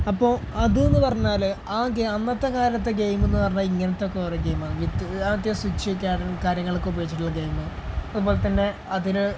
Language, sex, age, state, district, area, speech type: Malayalam, male, 18-30, Kerala, Malappuram, rural, spontaneous